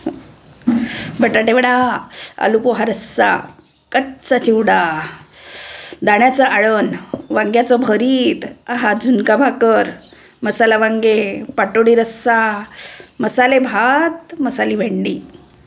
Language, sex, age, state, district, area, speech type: Marathi, female, 60+, Maharashtra, Wardha, urban, spontaneous